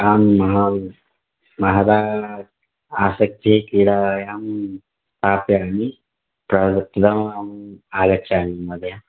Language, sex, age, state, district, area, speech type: Sanskrit, male, 18-30, Telangana, Karimnagar, urban, conversation